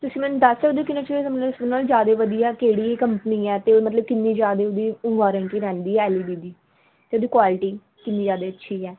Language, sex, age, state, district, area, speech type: Punjabi, female, 18-30, Punjab, Patiala, urban, conversation